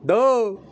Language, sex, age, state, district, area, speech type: Punjabi, male, 18-30, Punjab, Gurdaspur, rural, read